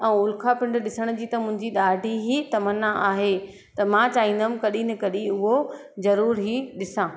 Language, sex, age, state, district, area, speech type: Sindhi, female, 30-45, Madhya Pradesh, Katni, urban, spontaneous